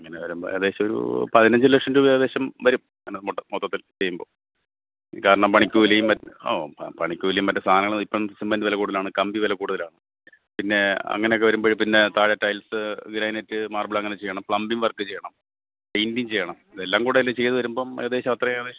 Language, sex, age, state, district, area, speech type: Malayalam, male, 30-45, Kerala, Thiruvananthapuram, urban, conversation